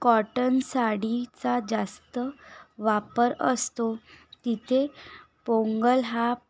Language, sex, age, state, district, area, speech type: Marathi, female, 18-30, Maharashtra, Yavatmal, rural, spontaneous